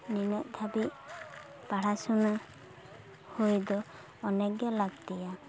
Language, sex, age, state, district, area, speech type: Santali, female, 18-30, West Bengal, Purulia, rural, spontaneous